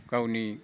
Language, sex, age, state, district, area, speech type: Bodo, male, 60+, Assam, Udalguri, rural, spontaneous